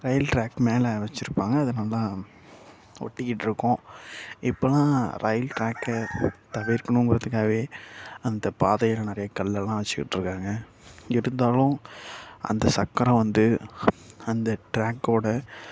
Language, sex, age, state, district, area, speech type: Tamil, male, 18-30, Tamil Nadu, Nagapattinam, rural, spontaneous